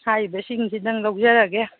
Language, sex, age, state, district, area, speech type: Manipuri, female, 30-45, Manipur, Kangpokpi, urban, conversation